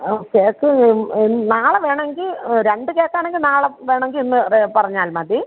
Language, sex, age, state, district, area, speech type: Malayalam, female, 45-60, Kerala, Thiruvananthapuram, rural, conversation